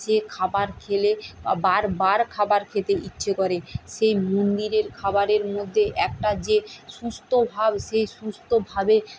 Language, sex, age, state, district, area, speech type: Bengali, female, 30-45, West Bengal, Purba Medinipur, rural, spontaneous